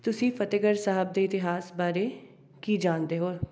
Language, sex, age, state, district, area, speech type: Punjabi, male, 18-30, Punjab, Fatehgarh Sahib, rural, spontaneous